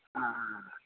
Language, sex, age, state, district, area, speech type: Kannada, male, 60+, Karnataka, Shimoga, urban, conversation